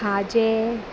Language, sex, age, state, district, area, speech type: Goan Konkani, female, 18-30, Goa, Murmgao, urban, spontaneous